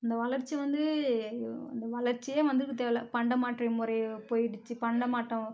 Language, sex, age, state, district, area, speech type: Tamil, female, 18-30, Tamil Nadu, Kallakurichi, rural, spontaneous